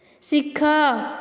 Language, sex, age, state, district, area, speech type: Odia, female, 18-30, Odisha, Dhenkanal, rural, read